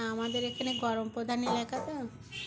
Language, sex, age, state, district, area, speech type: Bengali, female, 60+, West Bengal, Uttar Dinajpur, urban, spontaneous